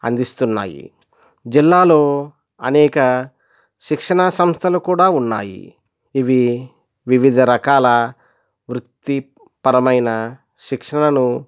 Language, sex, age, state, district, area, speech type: Telugu, male, 45-60, Andhra Pradesh, East Godavari, rural, spontaneous